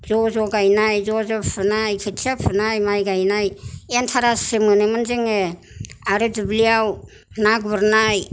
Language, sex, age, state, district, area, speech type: Bodo, female, 60+, Assam, Kokrajhar, rural, spontaneous